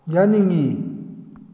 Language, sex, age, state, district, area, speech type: Manipuri, male, 60+, Manipur, Kakching, rural, read